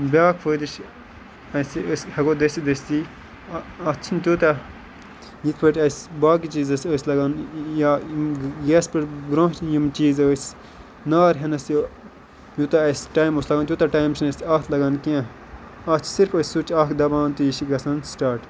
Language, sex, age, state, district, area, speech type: Kashmiri, male, 18-30, Jammu and Kashmir, Ganderbal, rural, spontaneous